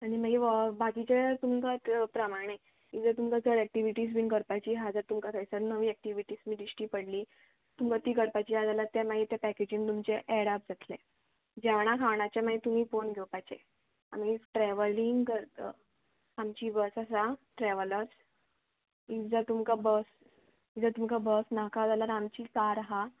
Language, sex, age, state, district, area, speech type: Goan Konkani, female, 18-30, Goa, Murmgao, urban, conversation